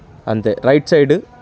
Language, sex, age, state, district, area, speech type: Telugu, male, 30-45, Andhra Pradesh, Bapatla, urban, spontaneous